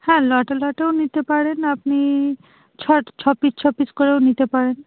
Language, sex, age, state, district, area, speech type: Bengali, female, 30-45, West Bengal, North 24 Parganas, rural, conversation